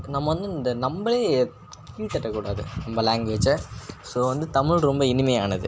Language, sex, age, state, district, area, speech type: Tamil, male, 18-30, Tamil Nadu, Tiruchirappalli, rural, spontaneous